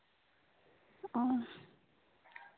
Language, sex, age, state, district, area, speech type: Santali, female, 18-30, West Bengal, Bankura, rural, conversation